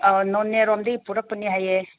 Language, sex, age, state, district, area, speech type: Manipuri, female, 60+, Manipur, Ukhrul, rural, conversation